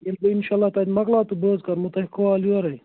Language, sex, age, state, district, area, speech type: Kashmiri, male, 18-30, Jammu and Kashmir, Kupwara, rural, conversation